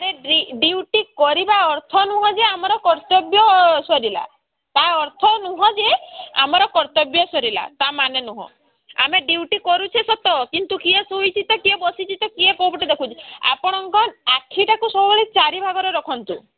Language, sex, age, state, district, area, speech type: Odia, female, 30-45, Odisha, Sambalpur, rural, conversation